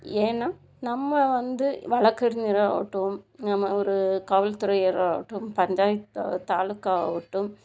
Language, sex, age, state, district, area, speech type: Tamil, female, 45-60, Tamil Nadu, Tiruppur, rural, spontaneous